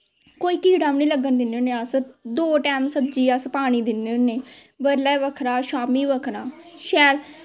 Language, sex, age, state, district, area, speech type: Dogri, female, 18-30, Jammu and Kashmir, Samba, rural, spontaneous